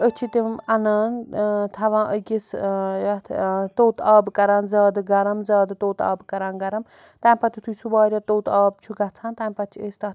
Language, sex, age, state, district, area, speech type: Kashmiri, female, 45-60, Jammu and Kashmir, Srinagar, urban, spontaneous